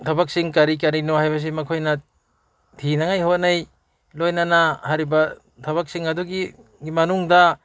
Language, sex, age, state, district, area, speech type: Manipuri, male, 60+, Manipur, Bishnupur, rural, spontaneous